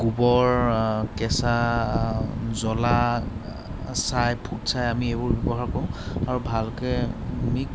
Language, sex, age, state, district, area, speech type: Assamese, male, 30-45, Assam, Sivasagar, urban, spontaneous